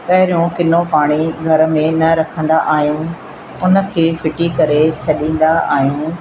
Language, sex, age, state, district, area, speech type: Sindhi, female, 60+, Madhya Pradesh, Katni, urban, spontaneous